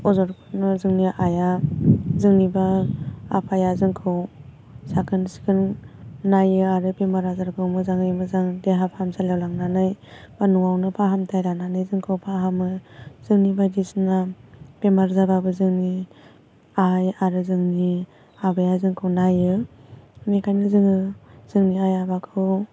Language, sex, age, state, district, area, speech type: Bodo, female, 18-30, Assam, Baksa, rural, spontaneous